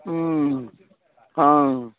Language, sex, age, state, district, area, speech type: Maithili, male, 60+, Bihar, Muzaffarpur, urban, conversation